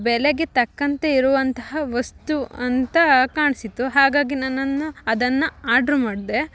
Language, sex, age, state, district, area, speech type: Kannada, female, 18-30, Karnataka, Chikkamagaluru, rural, spontaneous